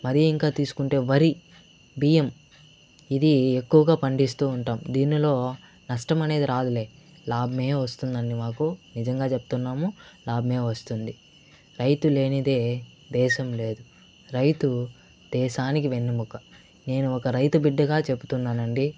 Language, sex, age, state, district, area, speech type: Telugu, male, 45-60, Andhra Pradesh, Chittoor, urban, spontaneous